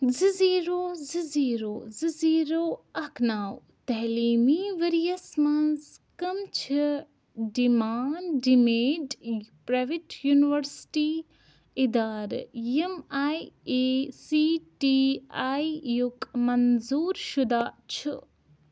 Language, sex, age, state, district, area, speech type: Kashmiri, female, 18-30, Jammu and Kashmir, Ganderbal, rural, read